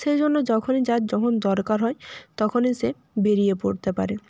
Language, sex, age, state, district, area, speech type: Bengali, female, 18-30, West Bengal, North 24 Parganas, rural, spontaneous